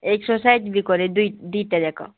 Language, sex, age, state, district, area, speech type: Odia, female, 18-30, Odisha, Sambalpur, rural, conversation